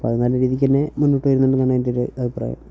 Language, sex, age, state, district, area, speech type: Malayalam, male, 18-30, Kerala, Wayanad, rural, spontaneous